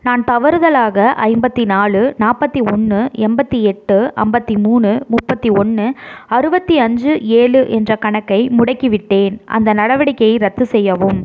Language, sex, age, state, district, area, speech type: Tamil, female, 18-30, Tamil Nadu, Tiruvarur, urban, read